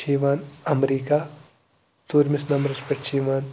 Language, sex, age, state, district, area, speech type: Kashmiri, male, 18-30, Jammu and Kashmir, Pulwama, rural, spontaneous